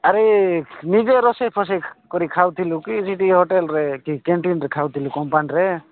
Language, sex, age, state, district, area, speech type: Odia, male, 45-60, Odisha, Nabarangpur, rural, conversation